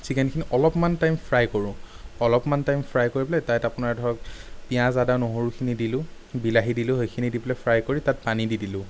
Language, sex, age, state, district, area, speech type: Assamese, male, 30-45, Assam, Sonitpur, urban, spontaneous